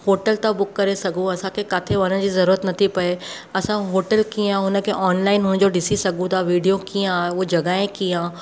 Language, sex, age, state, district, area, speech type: Sindhi, female, 30-45, Maharashtra, Mumbai Suburban, urban, spontaneous